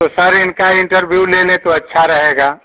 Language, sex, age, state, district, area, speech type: Hindi, male, 60+, Uttar Pradesh, Azamgarh, rural, conversation